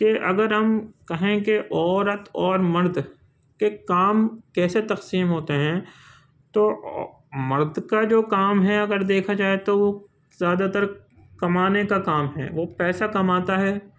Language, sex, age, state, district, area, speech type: Urdu, male, 45-60, Uttar Pradesh, Gautam Buddha Nagar, urban, spontaneous